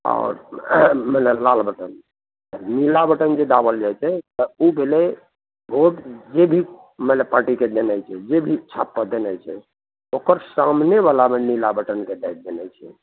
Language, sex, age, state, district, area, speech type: Maithili, male, 45-60, Bihar, Araria, rural, conversation